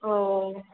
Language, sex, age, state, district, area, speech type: Marathi, female, 18-30, Maharashtra, Mumbai Suburban, urban, conversation